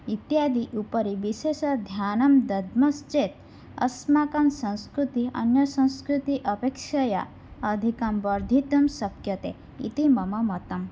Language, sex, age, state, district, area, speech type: Sanskrit, female, 18-30, Odisha, Bhadrak, rural, spontaneous